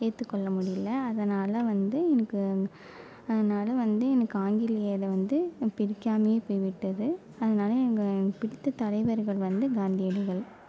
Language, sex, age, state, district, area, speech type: Tamil, female, 18-30, Tamil Nadu, Mayiladuthurai, urban, spontaneous